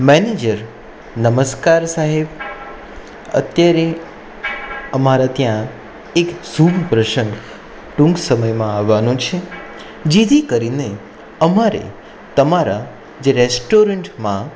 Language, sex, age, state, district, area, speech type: Gujarati, male, 30-45, Gujarat, Anand, urban, spontaneous